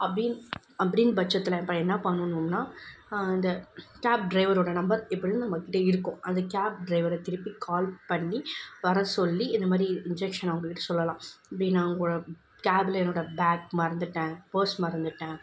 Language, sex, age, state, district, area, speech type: Tamil, female, 18-30, Tamil Nadu, Kanchipuram, urban, spontaneous